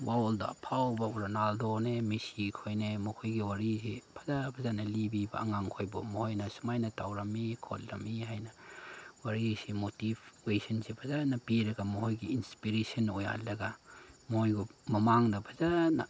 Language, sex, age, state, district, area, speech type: Manipuri, male, 30-45, Manipur, Chandel, rural, spontaneous